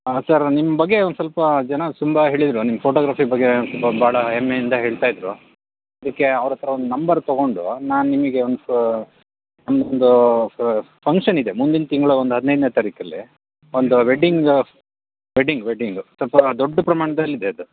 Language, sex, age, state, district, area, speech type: Kannada, male, 45-60, Karnataka, Shimoga, rural, conversation